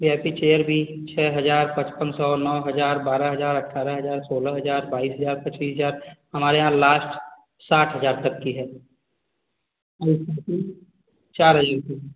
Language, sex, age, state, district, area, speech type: Hindi, male, 30-45, Uttar Pradesh, Azamgarh, rural, conversation